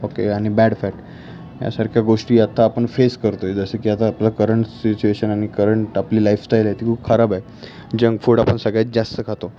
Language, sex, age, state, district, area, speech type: Marathi, male, 18-30, Maharashtra, Pune, urban, spontaneous